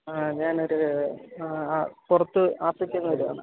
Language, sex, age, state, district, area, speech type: Malayalam, male, 30-45, Kerala, Alappuzha, rural, conversation